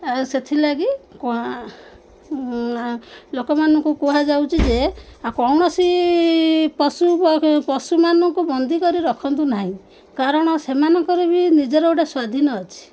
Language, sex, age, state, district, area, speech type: Odia, female, 45-60, Odisha, Koraput, urban, spontaneous